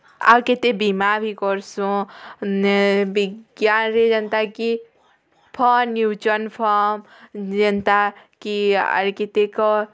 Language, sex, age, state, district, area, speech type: Odia, female, 18-30, Odisha, Bargarh, urban, spontaneous